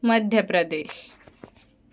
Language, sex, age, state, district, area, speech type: Marathi, female, 18-30, Maharashtra, Nagpur, urban, spontaneous